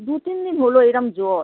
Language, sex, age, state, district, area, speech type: Bengali, female, 60+, West Bengal, North 24 Parganas, urban, conversation